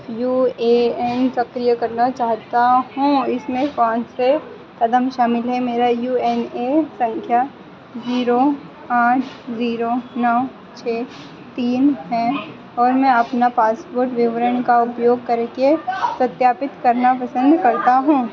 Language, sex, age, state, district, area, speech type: Hindi, female, 18-30, Madhya Pradesh, Harda, urban, read